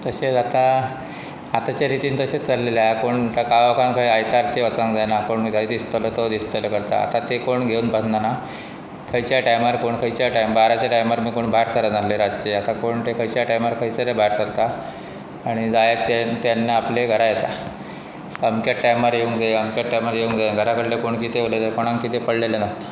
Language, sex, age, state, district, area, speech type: Goan Konkani, male, 45-60, Goa, Pernem, rural, spontaneous